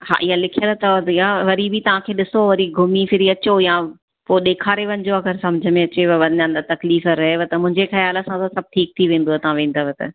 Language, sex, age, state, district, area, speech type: Sindhi, female, 45-60, Gujarat, Surat, urban, conversation